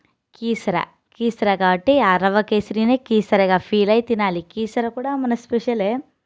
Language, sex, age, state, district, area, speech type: Telugu, female, 30-45, Telangana, Nalgonda, rural, spontaneous